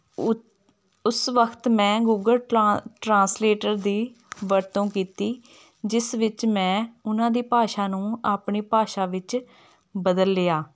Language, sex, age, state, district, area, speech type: Punjabi, female, 30-45, Punjab, Hoshiarpur, rural, spontaneous